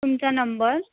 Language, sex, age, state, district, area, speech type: Marathi, female, 18-30, Maharashtra, Nagpur, urban, conversation